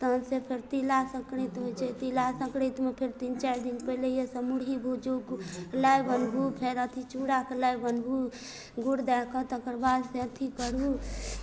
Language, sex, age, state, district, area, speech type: Maithili, female, 30-45, Bihar, Darbhanga, urban, spontaneous